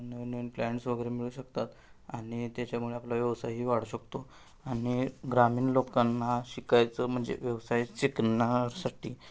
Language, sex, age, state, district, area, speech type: Marathi, male, 18-30, Maharashtra, Sangli, urban, spontaneous